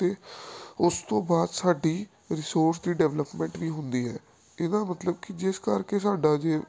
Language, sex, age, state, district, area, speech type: Punjabi, male, 18-30, Punjab, Gurdaspur, urban, spontaneous